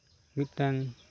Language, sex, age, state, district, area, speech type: Santali, male, 18-30, Jharkhand, Pakur, rural, spontaneous